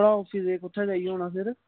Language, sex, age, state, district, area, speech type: Dogri, male, 18-30, Jammu and Kashmir, Samba, rural, conversation